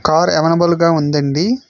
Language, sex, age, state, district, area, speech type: Telugu, male, 30-45, Andhra Pradesh, Vizianagaram, rural, spontaneous